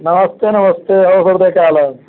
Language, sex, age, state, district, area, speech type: Hindi, male, 30-45, Uttar Pradesh, Mau, urban, conversation